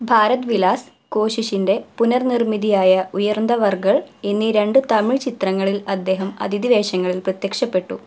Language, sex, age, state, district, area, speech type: Malayalam, female, 18-30, Kerala, Malappuram, rural, read